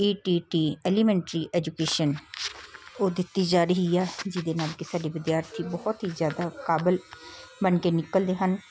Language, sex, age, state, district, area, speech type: Punjabi, male, 45-60, Punjab, Patiala, urban, spontaneous